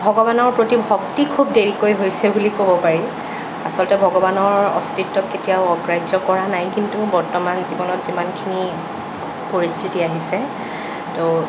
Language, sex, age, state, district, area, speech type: Assamese, female, 18-30, Assam, Nagaon, rural, spontaneous